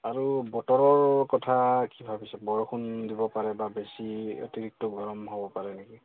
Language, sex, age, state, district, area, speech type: Assamese, male, 30-45, Assam, Goalpara, urban, conversation